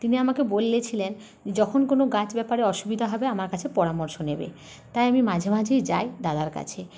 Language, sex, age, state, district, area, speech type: Bengali, female, 30-45, West Bengal, Paschim Medinipur, rural, spontaneous